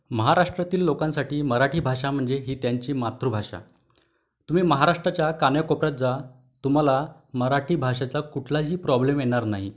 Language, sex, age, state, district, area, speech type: Marathi, male, 30-45, Maharashtra, Wardha, urban, spontaneous